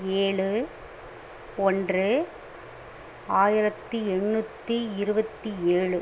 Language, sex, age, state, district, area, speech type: Tamil, female, 30-45, Tamil Nadu, Pudukkottai, rural, spontaneous